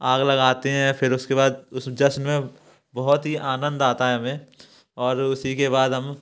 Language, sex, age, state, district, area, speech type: Hindi, male, 18-30, Madhya Pradesh, Gwalior, urban, spontaneous